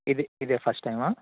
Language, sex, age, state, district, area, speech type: Telugu, male, 18-30, Telangana, Karimnagar, urban, conversation